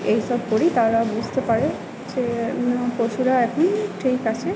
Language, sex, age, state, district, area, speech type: Bengali, female, 18-30, West Bengal, Purba Bardhaman, rural, spontaneous